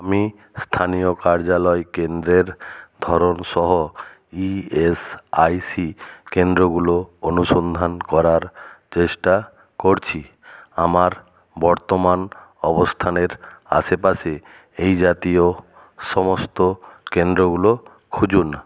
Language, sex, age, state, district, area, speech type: Bengali, male, 60+, West Bengal, Nadia, rural, read